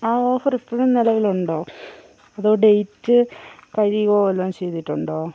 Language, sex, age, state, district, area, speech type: Malayalam, female, 18-30, Kerala, Kozhikode, rural, spontaneous